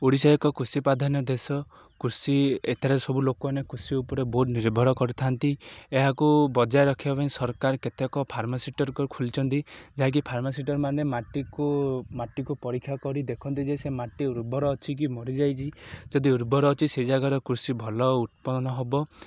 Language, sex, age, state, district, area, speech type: Odia, male, 30-45, Odisha, Ganjam, urban, spontaneous